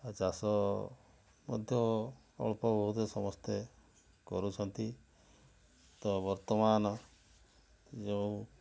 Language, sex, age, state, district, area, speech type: Odia, male, 60+, Odisha, Mayurbhanj, rural, spontaneous